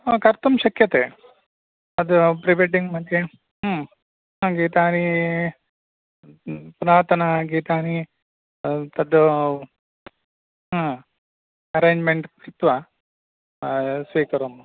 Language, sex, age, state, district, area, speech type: Sanskrit, male, 45-60, Karnataka, Udupi, rural, conversation